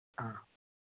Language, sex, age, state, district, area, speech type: Kannada, male, 18-30, Karnataka, Chitradurga, rural, conversation